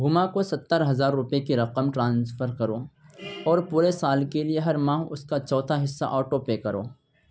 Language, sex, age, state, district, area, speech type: Urdu, male, 18-30, Uttar Pradesh, Ghaziabad, urban, read